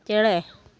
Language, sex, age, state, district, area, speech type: Santali, female, 45-60, West Bengal, Bankura, rural, read